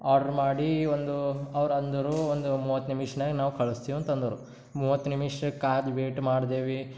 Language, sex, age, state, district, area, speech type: Kannada, male, 18-30, Karnataka, Gulbarga, urban, spontaneous